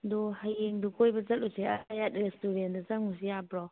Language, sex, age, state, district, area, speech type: Manipuri, female, 30-45, Manipur, Tengnoupal, urban, conversation